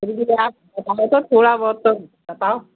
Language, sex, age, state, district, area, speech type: Hindi, female, 30-45, Madhya Pradesh, Gwalior, rural, conversation